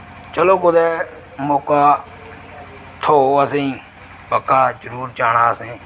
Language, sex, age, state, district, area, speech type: Dogri, male, 18-30, Jammu and Kashmir, Reasi, rural, spontaneous